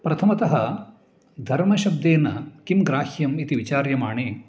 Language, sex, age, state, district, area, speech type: Sanskrit, male, 45-60, Karnataka, Uttara Kannada, urban, spontaneous